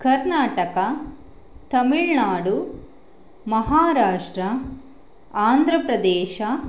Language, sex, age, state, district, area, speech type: Kannada, female, 30-45, Karnataka, Chitradurga, rural, spontaneous